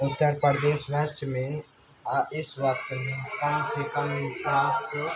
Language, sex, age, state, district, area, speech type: Urdu, male, 18-30, Uttar Pradesh, Gautam Buddha Nagar, urban, spontaneous